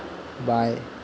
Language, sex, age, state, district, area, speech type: Hindi, male, 30-45, Madhya Pradesh, Harda, urban, read